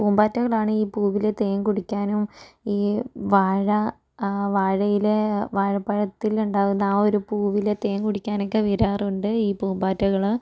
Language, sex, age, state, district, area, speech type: Malayalam, female, 45-60, Kerala, Kozhikode, urban, spontaneous